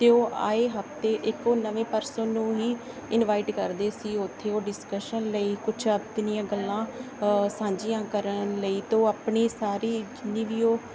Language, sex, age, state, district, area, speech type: Punjabi, female, 18-30, Punjab, Bathinda, rural, spontaneous